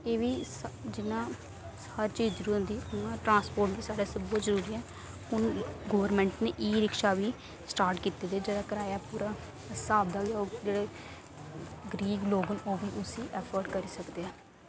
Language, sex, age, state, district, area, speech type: Dogri, female, 18-30, Jammu and Kashmir, Reasi, rural, spontaneous